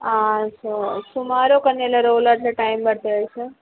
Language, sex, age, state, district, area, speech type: Telugu, female, 18-30, Telangana, Peddapalli, rural, conversation